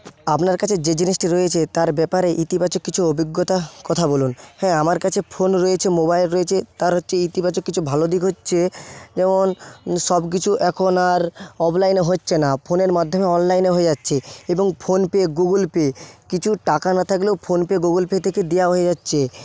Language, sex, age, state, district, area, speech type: Bengali, male, 18-30, West Bengal, Paschim Medinipur, rural, spontaneous